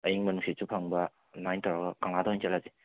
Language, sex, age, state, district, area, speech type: Manipuri, male, 30-45, Manipur, Imphal West, urban, conversation